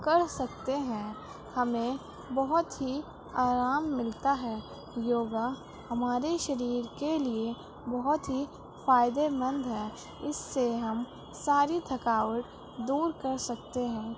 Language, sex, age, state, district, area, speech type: Urdu, female, 18-30, Uttar Pradesh, Gautam Buddha Nagar, rural, spontaneous